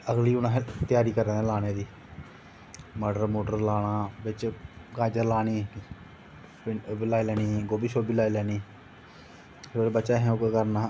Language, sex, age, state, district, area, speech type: Dogri, male, 30-45, Jammu and Kashmir, Jammu, rural, spontaneous